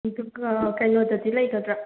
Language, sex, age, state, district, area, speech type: Manipuri, female, 30-45, Manipur, Imphal West, urban, conversation